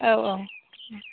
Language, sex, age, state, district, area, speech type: Bodo, female, 30-45, Assam, Udalguri, urban, conversation